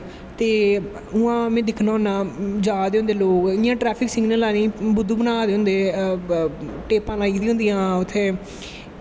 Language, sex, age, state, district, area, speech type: Dogri, male, 18-30, Jammu and Kashmir, Jammu, urban, spontaneous